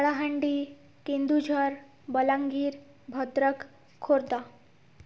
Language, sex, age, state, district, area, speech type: Odia, female, 18-30, Odisha, Kalahandi, rural, spontaneous